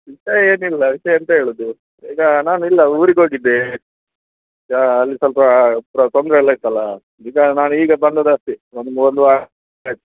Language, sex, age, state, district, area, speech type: Kannada, male, 30-45, Karnataka, Udupi, rural, conversation